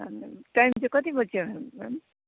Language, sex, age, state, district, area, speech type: Nepali, female, 30-45, West Bengal, Kalimpong, rural, conversation